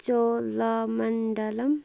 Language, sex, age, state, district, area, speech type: Kashmiri, female, 18-30, Jammu and Kashmir, Shopian, rural, read